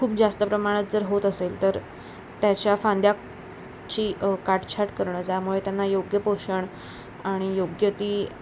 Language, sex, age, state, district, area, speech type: Marathi, female, 18-30, Maharashtra, Ratnagiri, urban, spontaneous